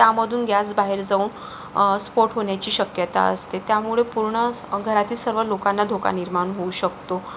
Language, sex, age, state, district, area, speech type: Marathi, female, 45-60, Maharashtra, Yavatmal, urban, spontaneous